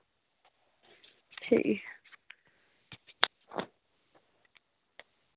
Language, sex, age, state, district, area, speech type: Dogri, female, 18-30, Jammu and Kashmir, Udhampur, rural, conversation